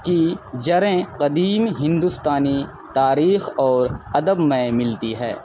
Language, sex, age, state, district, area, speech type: Urdu, male, 30-45, Bihar, Purnia, rural, spontaneous